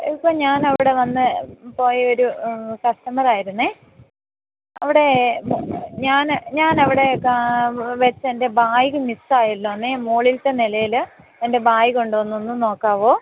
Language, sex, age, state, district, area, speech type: Malayalam, female, 30-45, Kerala, Idukki, rural, conversation